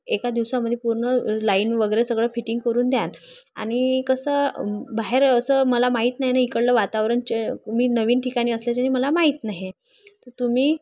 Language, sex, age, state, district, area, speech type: Marathi, female, 18-30, Maharashtra, Thane, rural, spontaneous